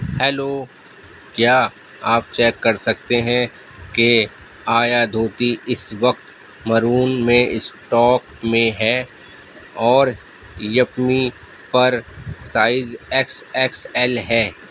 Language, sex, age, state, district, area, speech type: Urdu, male, 30-45, Delhi, East Delhi, urban, read